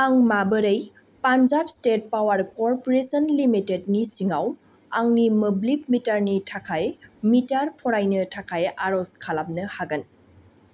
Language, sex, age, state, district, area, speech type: Bodo, female, 18-30, Assam, Baksa, rural, read